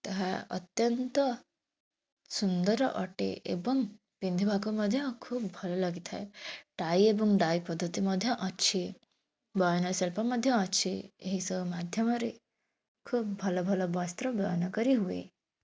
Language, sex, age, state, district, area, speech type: Odia, female, 18-30, Odisha, Bhadrak, rural, spontaneous